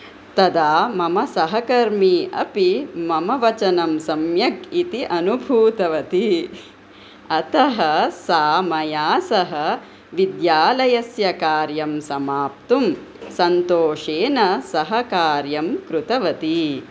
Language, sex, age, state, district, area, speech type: Sanskrit, female, 45-60, Karnataka, Chikkaballapur, urban, spontaneous